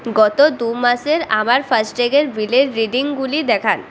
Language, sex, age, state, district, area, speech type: Bengali, female, 18-30, West Bengal, Purulia, urban, read